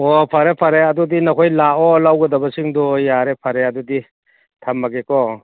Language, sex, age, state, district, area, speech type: Manipuri, male, 60+, Manipur, Churachandpur, urban, conversation